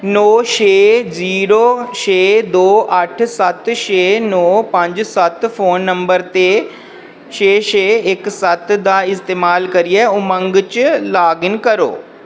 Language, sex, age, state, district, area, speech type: Dogri, male, 18-30, Jammu and Kashmir, Reasi, rural, read